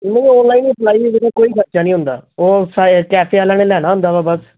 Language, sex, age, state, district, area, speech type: Punjabi, male, 30-45, Punjab, Tarn Taran, urban, conversation